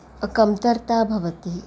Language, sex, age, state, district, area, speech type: Sanskrit, female, 45-60, Maharashtra, Nagpur, urban, spontaneous